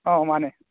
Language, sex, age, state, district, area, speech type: Manipuri, male, 30-45, Manipur, Kakching, rural, conversation